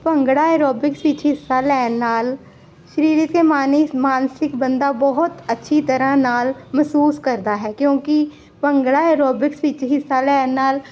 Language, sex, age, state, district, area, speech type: Punjabi, female, 45-60, Punjab, Jalandhar, urban, spontaneous